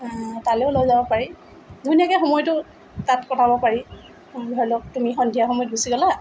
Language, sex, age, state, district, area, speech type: Assamese, female, 45-60, Assam, Tinsukia, rural, spontaneous